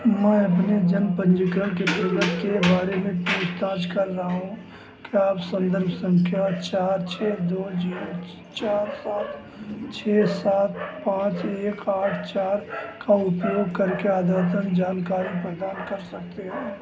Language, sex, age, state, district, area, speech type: Hindi, male, 60+, Uttar Pradesh, Ayodhya, rural, read